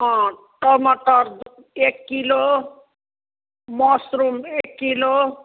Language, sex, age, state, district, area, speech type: Nepali, female, 60+, West Bengal, Kalimpong, rural, conversation